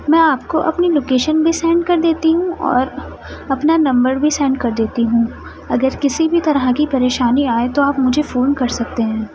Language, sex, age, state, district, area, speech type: Urdu, female, 18-30, Delhi, East Delhi, rural, spontaneous